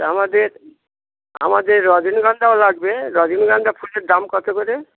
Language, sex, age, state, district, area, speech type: Bengali, male, 60+, West Bengal, Dakshin Dinajpur, rural, conversation